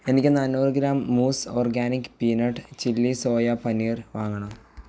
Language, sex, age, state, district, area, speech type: Malayalam, male, 18-30, Kerala, Pathanamthitta, rural, read